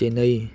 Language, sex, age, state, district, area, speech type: Manipuri, male, 30-45, Manipur, Churachandpur, rural, read